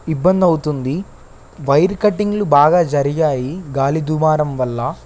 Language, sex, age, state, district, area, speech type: Telugu, male, 18-30, Telangana, Kamareddy, urban, spontaneous